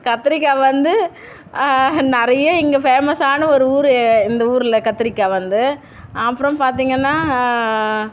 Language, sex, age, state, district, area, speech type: Tamil, female, 30-45, Tamil Nadu, Tiruvannamalai, urban, spontaneous